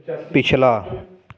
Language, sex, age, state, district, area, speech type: Punjabi, male, 30-45, Punjab, Fatehgarh Sahib, urban, read